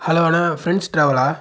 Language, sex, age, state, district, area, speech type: Tamil, male, 18-30, Tamil Nadu, Nagapattinam, rural, spontaneous